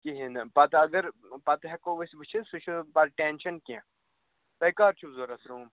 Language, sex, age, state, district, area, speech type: Kashmiri, male, 45-60, Jammu and Kashmir, Srinagar, urban, conversation